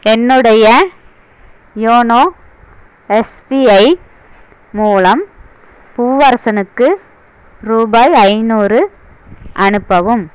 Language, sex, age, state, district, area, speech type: Tamil, female, 60+, Tamil Nadu, Erode, urban, read